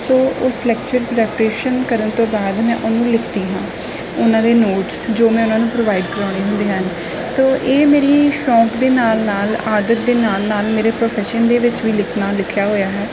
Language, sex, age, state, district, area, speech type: Punjabi, female, 18-30, Punjab, Gurdaspur, rural, spontaneous